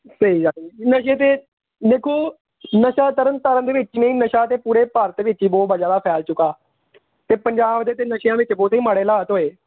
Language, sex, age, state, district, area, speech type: Punjabi, female, 18-30, Punjab, Tarn Taran, urban, conversation